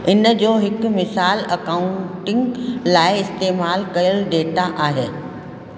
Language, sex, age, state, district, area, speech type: Sindhi, female, 60+, Rajasthan, Ajmer, urban, read